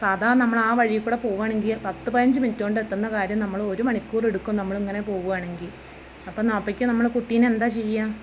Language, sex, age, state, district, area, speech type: Malayalam, female, 45-60, Kerala, Malappuram, rural, spontaneous